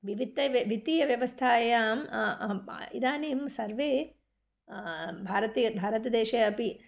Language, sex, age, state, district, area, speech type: Sanskrit, female, 45-60, Karnataka, Bangalore Urban, urban, spontaneous